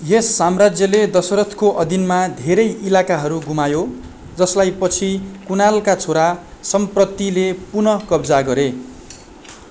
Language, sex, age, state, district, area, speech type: Nepali, male, 18-30, West Bengal, Darjeeling, rural, read